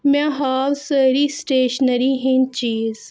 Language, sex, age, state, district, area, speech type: Kashmiri, female, 18-30, Jammu and Kashmir, Budgam, rural, read